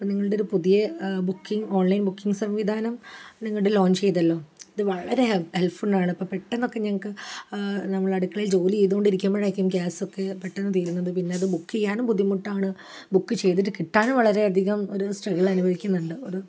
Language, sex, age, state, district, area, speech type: Malayalam, female, 30-45, Kerala, Kozhikode, rural, spontaneous